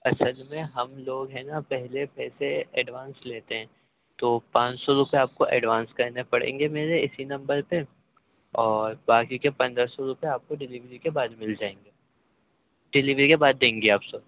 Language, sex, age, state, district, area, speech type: Urdu, male, 18-30, Uttar Pradesh, Ghaziabad, rural, conversation